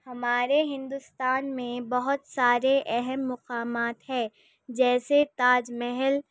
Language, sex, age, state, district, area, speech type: Urdu, female, 18-30, Telangana, Hyderabad, urban, spontaneous